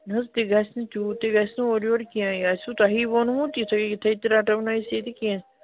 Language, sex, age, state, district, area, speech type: Kashmiri, female, 18-30, Jammu and Kashmir, Srinagar, urban, conversation